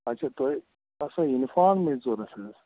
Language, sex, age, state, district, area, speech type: Kashmiri, female, 45-60, Jammu and Kashmir, Shopian, rural, conversation